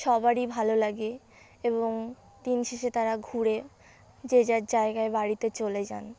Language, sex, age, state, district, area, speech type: Bengali, female, 18-30, West Bengal, South 24 Parganas, rural, spontaneous